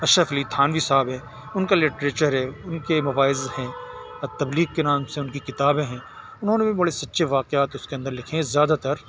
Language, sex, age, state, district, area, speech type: Urdu, male, 60+, Telangana, Hyderabad, urban, spontaneous